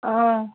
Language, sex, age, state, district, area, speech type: Assamese, female, 30-45, Assam, Dibrugarh, rural, conversation